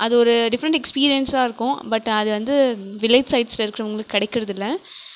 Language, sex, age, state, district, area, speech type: Tamil, female, 18-30, Tamil Nadu, Krishnagiri, rural, spontaneous